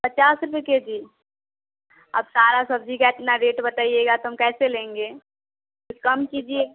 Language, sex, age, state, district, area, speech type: Hindi, female, 18-30, Bihar, Vaishali, rural, conversation